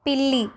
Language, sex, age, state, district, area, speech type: Telugu, female, 30-45, Andhra Pradesh, Palnadu, urban, read